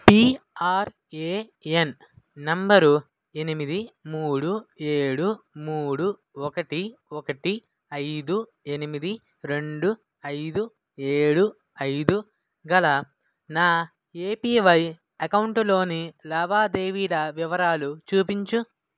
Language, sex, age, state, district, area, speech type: Telugu, male, 18-30, Andhra Pradesh, Eluru, rural, read